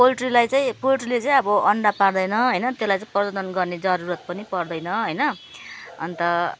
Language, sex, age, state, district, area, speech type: Nepali, female, 30-45, West Bengal, Jalpaiguri, urban, spontaneous